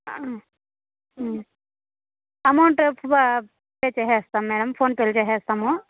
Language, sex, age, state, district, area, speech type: Telugu, female, 18-30, Andhra Pradesh, Sri Balaji, rural, conversation